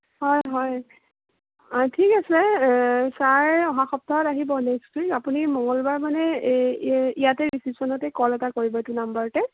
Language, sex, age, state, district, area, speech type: Assamese, female, 18-30, Assam, Sonitpur, urban, conversation